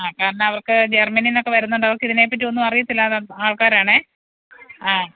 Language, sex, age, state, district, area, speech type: Malayalam, female, 45-60, Kerala, Kottayam, urban, conversation